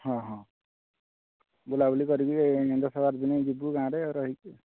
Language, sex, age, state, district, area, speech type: Odia, male, 18-30, Odisha, Nayagarh, rural, conversation